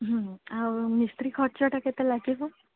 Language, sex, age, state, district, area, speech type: Odia, female, 45-60, Odisha, Sundergarh, rural, conversation